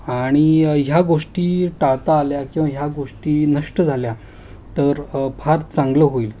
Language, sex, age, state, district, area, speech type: Marathi, male, 30-45, Maharashtra, Ahmednagar, urban, spontaneous